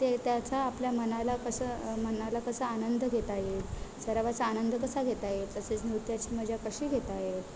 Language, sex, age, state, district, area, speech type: Marathi, female, 18-30, Maharashtra, Ratnagiri, rural, spontaneous